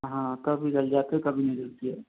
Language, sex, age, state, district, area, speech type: Hindi, male, 45-60, Rajasthan, Karauli, rural, conversation